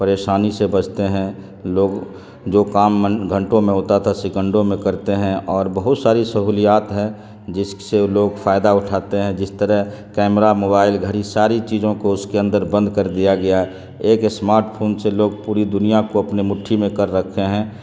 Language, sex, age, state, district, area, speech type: Urdu, male, 30-45, Bihar, Khagaria, rural, spontaneous